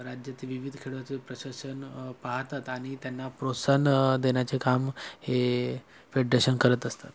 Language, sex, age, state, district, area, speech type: Marathi, male, 30-45, Maharashtra, Nagpur, urban, spontaneous